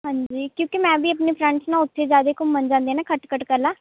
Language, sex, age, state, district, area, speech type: Punjabi, female, 18-30, Punjab, Shaheed Bhagat Singh Nagar, urban, conversation